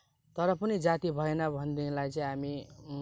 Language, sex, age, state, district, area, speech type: Nepali, male, 18-30, West Bengal, Kalimpong, rural, spontaneous